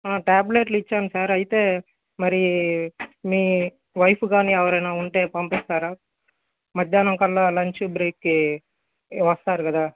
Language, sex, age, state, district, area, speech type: Telugu, male, 18-30, Andhra Pradesh, Guntur, urban, conversation